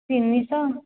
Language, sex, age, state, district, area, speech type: Odia, female, 18-30, Odisha, Jajpur, rural, conversation